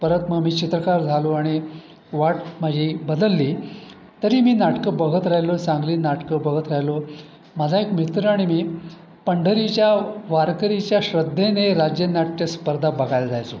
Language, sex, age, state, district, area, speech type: Marathi, male, 60+, Maharashtra, Pune, urban, spontaneous